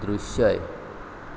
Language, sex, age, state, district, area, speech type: Goan Konkani, male, 18-30, Goa, Quepem, rural, read